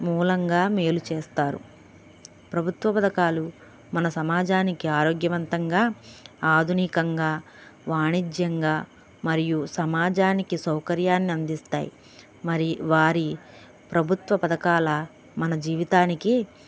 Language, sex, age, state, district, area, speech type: Telugu, female, 45-60, Andhra Pradesh, Krishna, urban, spontaneous